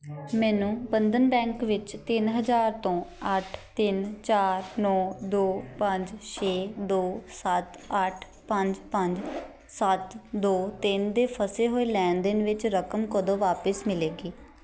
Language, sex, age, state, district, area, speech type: Punjabi, female, 18-30, Punjab, Shaheed Bhagat Singh Nagar, urban, read